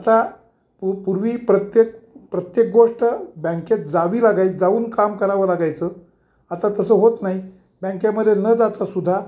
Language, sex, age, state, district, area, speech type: Marathi, male, 60+, Maharashtra, Kolhapur, urban, spontaneous